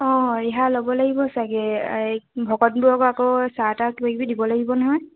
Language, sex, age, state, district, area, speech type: Assamese, female, 18-30, Assam, Dhemaji, urban, conversation